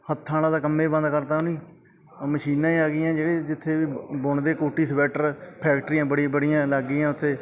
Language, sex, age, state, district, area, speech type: Punjabi, male, 18-30, Punjab, Kapurthala, urban, spontaneous